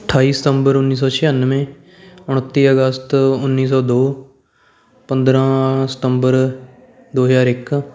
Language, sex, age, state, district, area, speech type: Punjabi, male, 18-30, Punjab, Fatehgarh Sahib, urban, spontaneous